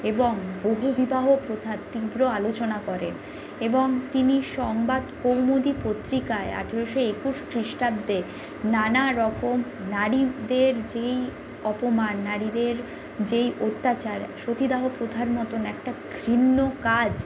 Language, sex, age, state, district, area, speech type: Bengali, female, 30-45, West Bengal, Bankura, urban, spontaneous